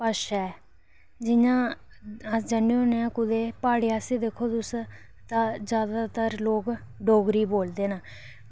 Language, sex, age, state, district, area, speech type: Dogri, female, 18-30, Jammu and Kashmir, Reasi, urban, spontaneous